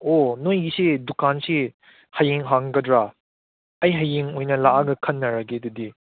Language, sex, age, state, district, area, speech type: Manipuri, male, 18-30, Manipur, Churachandpur, urban, conversation